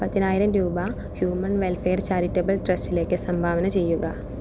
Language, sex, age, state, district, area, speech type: Malayalam, female, 18-30, Kerala, Palakkad, rural, read